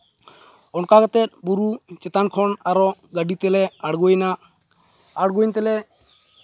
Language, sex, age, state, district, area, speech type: Santali, male, 30-45, West Bengal, Jhargram, rural, spontaneous